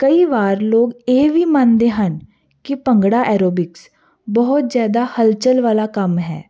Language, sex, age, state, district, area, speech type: Punjabi, female, 18-30, Punjab, Hoshiarpur, urban, spontaneous